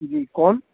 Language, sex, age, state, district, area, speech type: Urdu, male, 18-30, Delhi, Central Delhi, urban, conversation